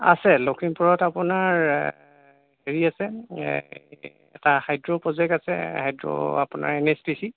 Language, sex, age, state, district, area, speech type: Assamese, male, 30-45, Assam, Lakhimpur, urban, conversation